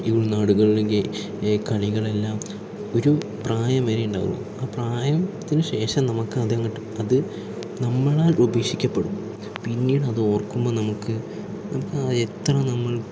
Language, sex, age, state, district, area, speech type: Malayalam, male, 18-30, Kerala, Palakkad, urban, spontaneous